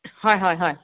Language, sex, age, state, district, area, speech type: Assamese, female, 30-45, Assam, Sonitpur, urban, conversation